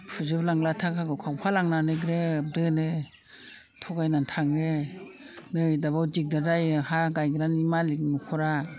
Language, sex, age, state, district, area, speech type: Bodo, female, 60+, Assam, Udalguri, rural, spontaneous